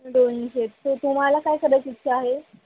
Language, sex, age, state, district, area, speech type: Marathi, female, 18-30, Maharashtra, Wardha, rural, conversation